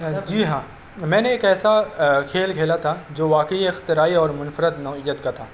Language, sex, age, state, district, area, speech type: Urdu, male, 18-30, Uttar Pradesh, Azamgarh, urban, spontaneous